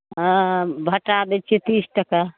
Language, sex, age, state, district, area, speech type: Maithili, female, 60+, Bihar, Saharsa, rural, conversation